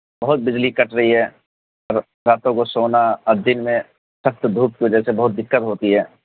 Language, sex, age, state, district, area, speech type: Urdu, male, 18-30, Bihar, Purnia, rural, conversation